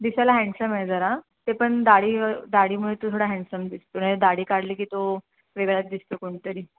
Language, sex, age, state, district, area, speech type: Marathi, female, 30-45, Maharashtra, Mumbai Suburban, urban, conversation